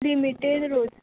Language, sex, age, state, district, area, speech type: Goan Konkani, female, 18-30, Goa, Quepem, rural, conversation